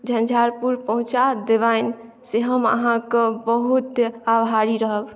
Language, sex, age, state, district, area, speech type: Maithili, female, 18-30, Bihar, Madhubani, rural, spontaneous